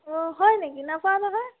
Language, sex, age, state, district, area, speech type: Assamese, female, 18-30, Assam, Biswanath, rural, conversation